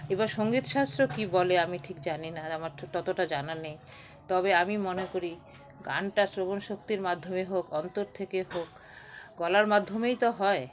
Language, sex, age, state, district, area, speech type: Bengali, female, 45-60, West Bengal, Alipurduar, rural, spontaneous